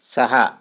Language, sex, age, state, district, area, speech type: Marathi, male, 45-60, Maharashtra, Wardha, urban, read